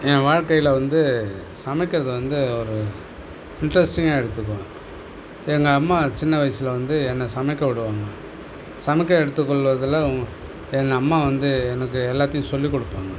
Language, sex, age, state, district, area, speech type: Tamil, male, 60+, Tamil Nadu, Cuddalore, urban, spontaneous